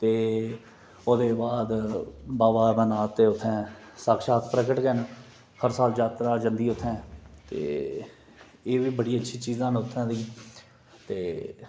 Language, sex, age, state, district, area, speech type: Dogri, male, 30-45, Jammu and Kashmir, Reasi, urban, spontaneous